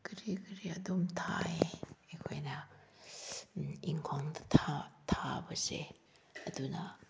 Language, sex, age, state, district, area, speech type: Manipuri, female, 30-45, Manipur, Senapati, rural, spontaneous